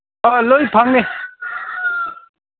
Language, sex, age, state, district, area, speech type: Manipuri, male, 45-60, Manipur, Kangpokpi, urban, conversation